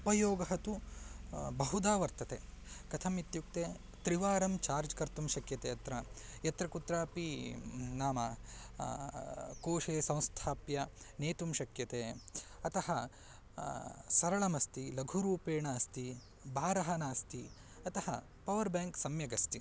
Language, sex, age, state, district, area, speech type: Sanskrit, male, 18-30, Karnataka, Uttara Kannada, rural, spontaneous